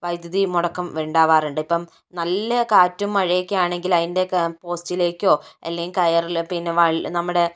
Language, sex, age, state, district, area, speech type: Malayalam, female, 18-30, Kerala, Kozhikode, urban, spontaneous